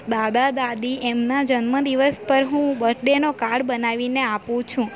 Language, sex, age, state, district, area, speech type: Gujarati, female, 18-30, Gujarat, Valsad, rural, spontaneous